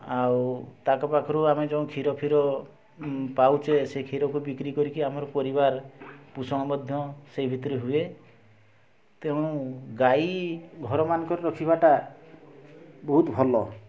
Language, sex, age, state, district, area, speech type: Odia, male, 60+, Odisha, Mayurbhanj, rural, spontaneous